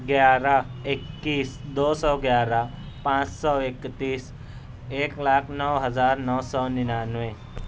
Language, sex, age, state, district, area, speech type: Urdu, male, 60+, Maharashtra, Nashik, urban, spontaneous